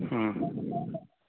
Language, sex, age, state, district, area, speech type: Tamil, male, 45-60, Tamil Nadu, Sivaganga, urban, conversation